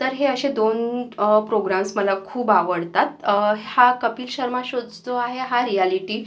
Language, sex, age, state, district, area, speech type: Marathi, female, 18-30, Maharashtra, Akola, urban, spontaneous